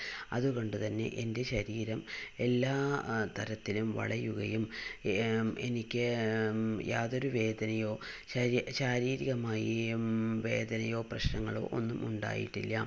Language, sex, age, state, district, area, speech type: Malayalam, female, 60+, Kerala, Palakkad, rural, spontaneous